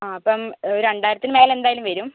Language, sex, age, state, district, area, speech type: Malayalam, female, 45-60, Kerala, Kozhikode, urban, conversation